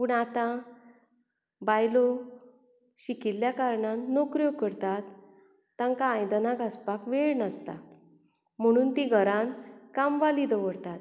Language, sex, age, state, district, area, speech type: Goan Konkani, female, 45-60, Goa, Bardez, urban, spontaneous